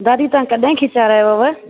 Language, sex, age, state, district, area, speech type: Sindhi, female, 30-45, Rajasthan, Ajmer, urban, conversation